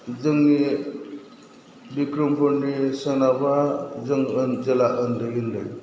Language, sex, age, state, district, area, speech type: Bodo, male, 45-60, Assam, Chirang, urban, spontaneous